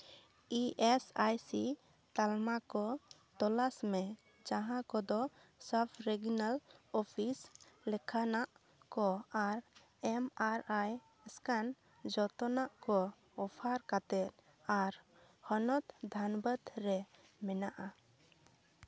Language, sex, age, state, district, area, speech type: Santali, female, 18-30, West Bengal, Purulia, rural, read